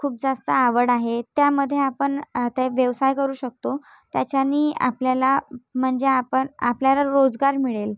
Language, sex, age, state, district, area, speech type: Marathi, female, 30-45, Maharashtra, Nagpur, urban, spontaneous